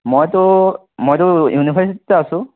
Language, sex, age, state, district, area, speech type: Assamese, male, 60+, Assam, Kamrup Metropolitan, urban, conversation